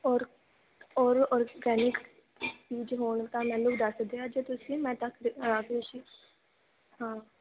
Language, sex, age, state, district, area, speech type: Punjabi, female, 18-30, Punjab, Fazilka, rural, conversation